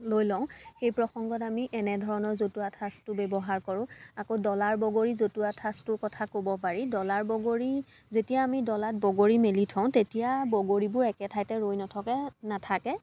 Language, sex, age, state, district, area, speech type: Assamese, female, 18-30, Assam, Dibrugarh, rural, spontaneous